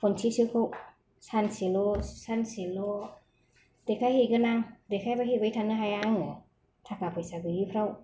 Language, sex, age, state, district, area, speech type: Bodo, female, 45-60, Assam, Kokrajhar, rural, spontaneous